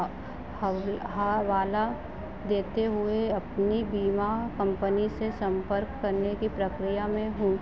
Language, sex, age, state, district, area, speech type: Hindi, female, 18-30, Madhya Pradesh, Harda, urban, read